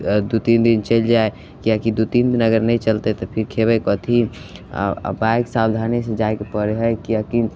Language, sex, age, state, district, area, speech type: Maithili, male, 18-30, Bihar, Samastipur, urban, spontaneous